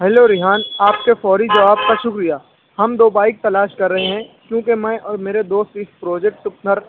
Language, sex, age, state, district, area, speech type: Urdu, male, 60+, Maharashtra, Nashik, rural, conversation